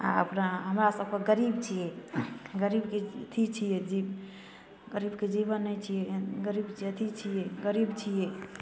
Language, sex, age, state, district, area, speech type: Maithili, female, 30-45, Bihar, Darbhanga, rural, spontaneous